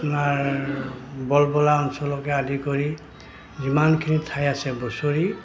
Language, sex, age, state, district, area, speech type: Assamese, male, 60+, Assam, Goalpara, rural, spontaneous